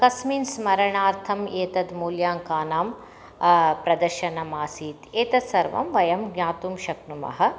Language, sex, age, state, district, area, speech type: Sanskrit, female, 45-60, Karnataka, Chamarajanagar, rural, spontaneous